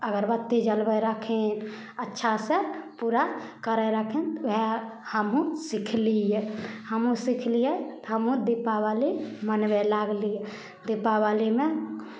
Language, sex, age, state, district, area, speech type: Maithili, female, 18-30, Bihar, Samastipur, rural, spontaneous